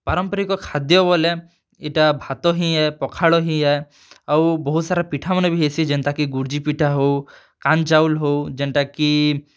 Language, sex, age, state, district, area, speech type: Odia, male, 30-45, Odisha, Kalahandi, rural, spontaneous